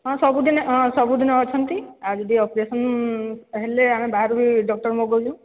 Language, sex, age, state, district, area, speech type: Odia, female, 30-45, Odisha, Sambalpur, rural, conversation